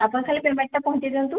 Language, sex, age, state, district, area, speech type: Odia, female, 30-45, Odisha, Mayurbhanj, rural, conversation